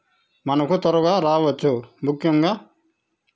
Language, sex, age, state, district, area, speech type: Telugu, male, 45-60, Andhra Pradesh, Sri Balaji, rural, spontaneous